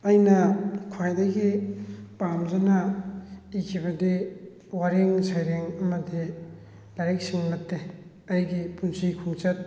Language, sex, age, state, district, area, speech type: Manipuri, male, 18-30, Manipur, Thoubal, rural, spontaneous